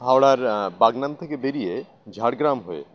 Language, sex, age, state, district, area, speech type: Bengali, male, 30-45, West Bengal, Howrah, urban, spontaneous